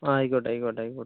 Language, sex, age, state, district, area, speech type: Malayalam, male, 18-30, Kerala, Kozhikode, urban, conversation